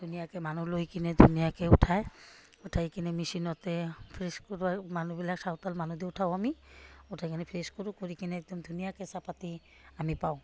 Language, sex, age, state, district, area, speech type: Assamese, female, 45-60, Assam, Udalguri, rural, spontaneous